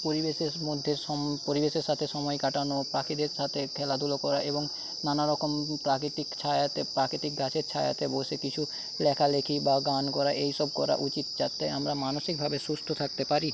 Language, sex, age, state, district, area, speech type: Bengali, male, 45-60, West Bengal, Paschim Medinipur, rural, spontaneous